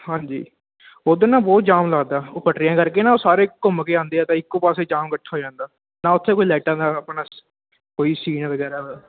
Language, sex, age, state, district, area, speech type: Punjabi, male, 18-30, Punjab, Ludhiana, urban, conversation